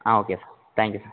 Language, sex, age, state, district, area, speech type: Tamil, male, 18-30, Tamil Nadu, Tirunelveli, rural, conversation